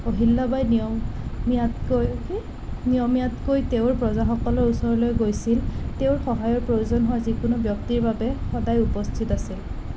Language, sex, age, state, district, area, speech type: Assamese, female, 30-45, Assam, Nalbari, rural, read